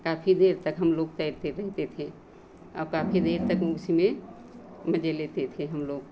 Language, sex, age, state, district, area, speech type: Hindi, female, 60+, Uttar Pradesh, Lucknow, rural, spontaneous